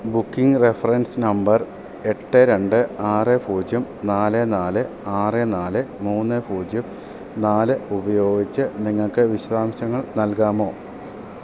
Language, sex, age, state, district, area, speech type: Malayalam, male, 30-45, Kerala, Idukki, rural, read